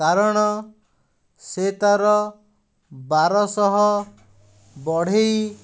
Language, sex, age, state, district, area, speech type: Odia, male, 45-60, Odisha, Khordha, rural, spontaneous